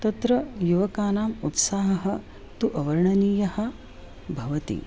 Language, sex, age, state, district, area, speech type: Sanskrit, female, 45-60, Maharashtra, Nagpur, urban, spontaneous